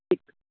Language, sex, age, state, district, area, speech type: Malayalam, female, 60+, Kerala, Idukki, rural, conversation